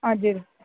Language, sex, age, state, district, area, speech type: Nepali, female, 18-30, West Bengal, Alipurduar, urban, conversation